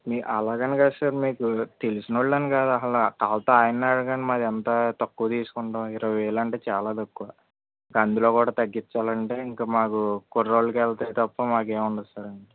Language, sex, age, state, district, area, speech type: Telugu, male, 18-30, Andhra Pradesh, Eluru, rural, conversation